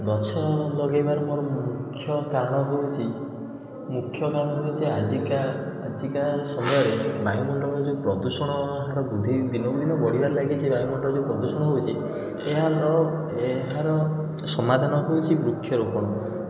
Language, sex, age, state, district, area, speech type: Odia, male, 18-30, Odisha, Puri, urban, spontaneous